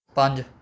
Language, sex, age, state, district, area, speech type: Punjabi, male, 18-30, Punjab, Rupnagar, rural, read